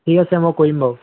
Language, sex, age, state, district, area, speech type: Assamese, male, 18-30, Assam, Majuli, urban, conversation